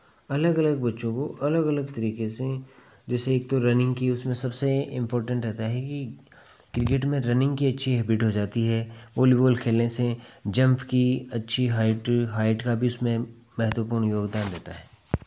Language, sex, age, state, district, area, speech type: Hindi, male, 18-30, Rajasthan, Nagaur, rural, spontaneous